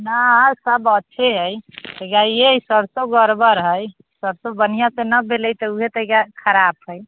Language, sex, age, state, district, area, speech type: Maithili, female, 30-45, Bihar, Sitamarhi, urban, conversation